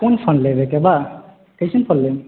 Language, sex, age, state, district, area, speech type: Maithili, male, 18-30, Bihar, Sitamarhi, urban, conversation